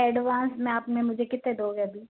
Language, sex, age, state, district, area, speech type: Hindi, female, 30-45, Rajasthan, Jodhpur, urban, conversation